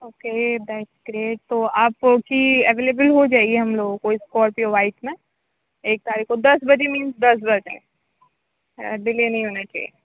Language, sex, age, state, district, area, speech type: Urdu, female, 18-30, Uttar Pradesh, Aligarh, urban, conversation